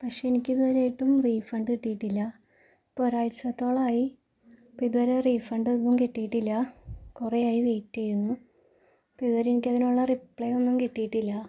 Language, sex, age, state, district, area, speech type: Malayalam, female, 18-30, Kerala, Ernakulam, rural, spontaneous